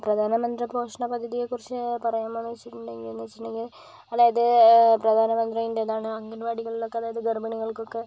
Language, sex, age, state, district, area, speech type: Malayalam, female, 18-30, Kerala, Kozhikode, rural, spontaneous